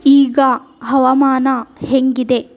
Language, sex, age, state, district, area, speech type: Kannada, female, 18-30, Karnataka, Davanagere, rural, read